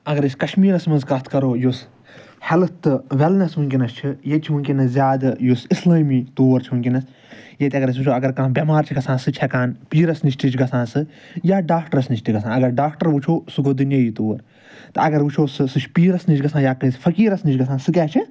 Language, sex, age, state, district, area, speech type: Kashmiri, male, 45-60, Jammu and Kashmir, Srinagar, urban, spontaneous